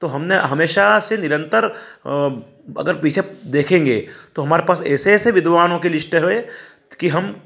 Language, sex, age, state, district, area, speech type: Hindi, male, 45-60, Madhya Pradesh, Ujjain, rural, spontaneous